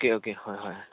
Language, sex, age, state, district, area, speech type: Manipuri, male, 18-30, Manipur, Churachandpur, rural, conversation